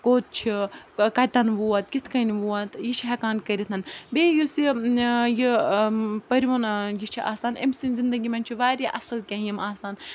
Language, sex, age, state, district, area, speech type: Kashmiri, female, 30-45, Jammu and Kashmir, Ganderbal, rural, spontaneous